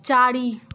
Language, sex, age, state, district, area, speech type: Maithili, female, 18-30, Bihar, Darbhanga, rural, read